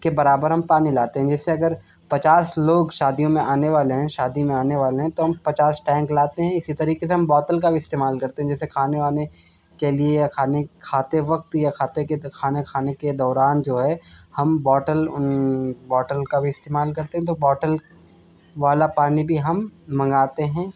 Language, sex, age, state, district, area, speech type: Urdu, male, 18-30, Delhi, East Delhi, urban, spontaneous